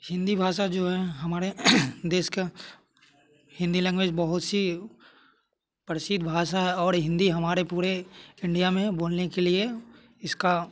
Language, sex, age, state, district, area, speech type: Hindi, male, 18-30, Bihar, Muzaffarpur, urban, spontaneous